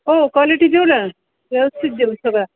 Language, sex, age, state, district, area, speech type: Marathi, female, 45-60, Maharashtra, Osmanabad, rural, conversation